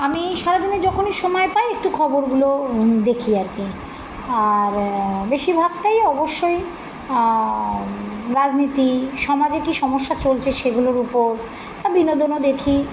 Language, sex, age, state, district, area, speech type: Bengali, female, 45-60, West Bengal, Birbhum, urban, spontaneous